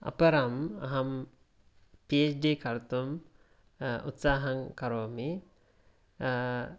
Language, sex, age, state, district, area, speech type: Sanskrit, male, 18-30, Karnataka, Mysore, rural, spontaneous